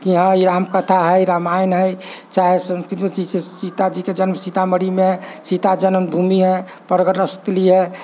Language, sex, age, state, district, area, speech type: Maithili, male, 45-60, Bihar, Sitamarhi, rural, spontaneous